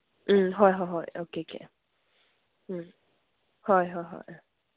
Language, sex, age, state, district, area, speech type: Manipuri, female, 45-60, Manipur, Kangpokpi, rural, conversation